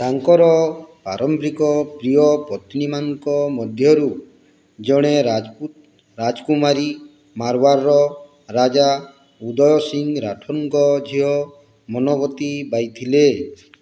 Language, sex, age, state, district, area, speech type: Odia, male, 60+, Odisha, Boudh, rural, read